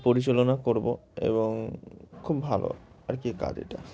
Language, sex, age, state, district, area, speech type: Bengali, male, 18-30, West Bengal, Murshidabad, urban, spontaneous